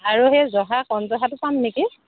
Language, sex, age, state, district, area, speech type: Assamese, female, 30-45, Assam, Charaideo, rural, conversation